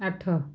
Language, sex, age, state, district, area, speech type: Odia, female, 45-60, Odisha, Rayagada, rural, read